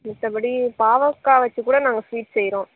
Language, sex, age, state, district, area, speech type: Tamil, female, 18-30, Tamil Nadu, Nagapattinam, urban, conversation